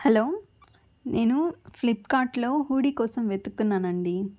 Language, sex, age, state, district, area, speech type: Telugu, female, 30-45, Andhra Pradesh, Chittoor, urban, spontaneous